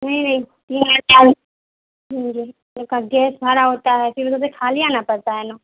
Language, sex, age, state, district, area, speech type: Urdu, female, 30-45, Bihar, Darbhanga, rural, conversation